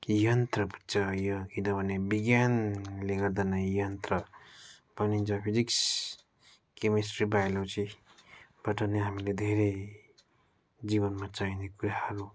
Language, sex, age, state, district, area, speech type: Nepali, male, 30-45, West Bengal, Darjeeling, rural, spontaneous